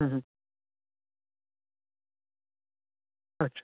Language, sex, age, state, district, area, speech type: Marathi, male, 18-30, Maharashtra, Raigad, rural, conversation